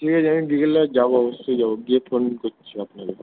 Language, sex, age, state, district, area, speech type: Bengali, male, 18-30, West Bengal, South 24 Parganas, rural, conversation